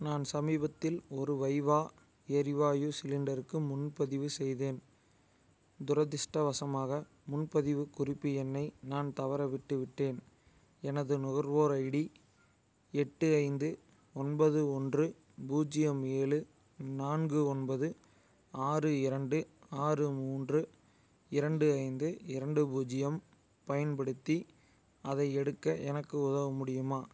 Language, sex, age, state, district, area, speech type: Tamil, male, 18-30, Tamil Nadu, Madurai, rural, read